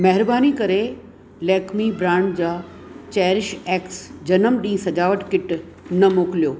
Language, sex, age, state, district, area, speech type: Sindhi, female, 60+, Rajasthan, Ajmer, urban, read